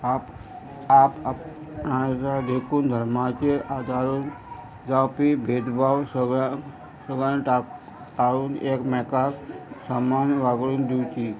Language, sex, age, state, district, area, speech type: Goan Konkani, male, 45-60, Goa, Murmgao, rural, spontaneous